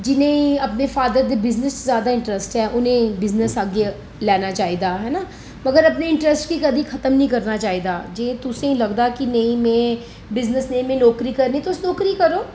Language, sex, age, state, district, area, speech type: Dogri, female, 30-45, Jammu and Kashmir, Reasi, urban, spontaneous